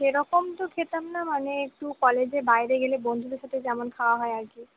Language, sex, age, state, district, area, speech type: Bengali, female, 18-30, West Bengal, Purba Bardhaman, urban, conversation